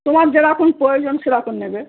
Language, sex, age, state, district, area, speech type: Bengali, female, 60+, West Bengal, Darjeeling, rural, conversation